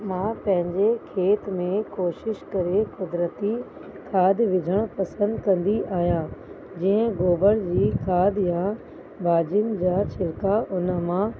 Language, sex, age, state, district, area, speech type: Sindhi, female, 30-45, Uttar Pradesh, Lucknow, urban, spontaneous